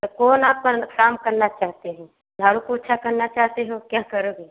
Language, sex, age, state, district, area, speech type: Hindi, female, 18-30, Uttar Pradesh, Prayagraj, rural, conversation